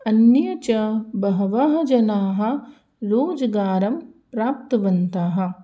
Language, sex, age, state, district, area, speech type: Sanskrit, other, 30-45, Rajasthan, Jaipur, urban, spontaneous